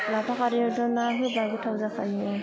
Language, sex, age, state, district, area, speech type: Bodo, female, 18-30, Assam, Udalguri, urban, spontaneous